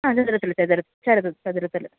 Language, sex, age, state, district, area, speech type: Malayalam, female, 30-45, Kerala, Idukki, rural, conversation